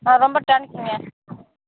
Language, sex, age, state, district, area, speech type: Tamil, female, 60+, Tamil Nadu, Ariyalur, rural, conversation